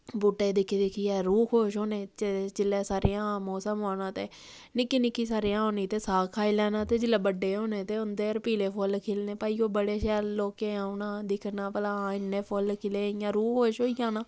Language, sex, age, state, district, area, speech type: Dogri, female, 30-45, Jammu and Kashmir, Samba, rural, spontaneous